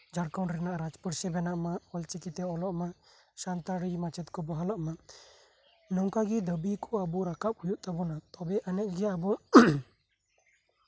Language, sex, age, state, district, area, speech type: Santali, male, 18-30, West Bengal, Birbhum, rural, spontaneous